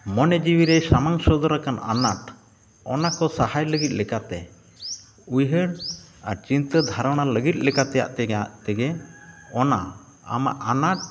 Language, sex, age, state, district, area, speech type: Santali, male, 45-60, Odisha, Mayurbhanj, rural, spontaneous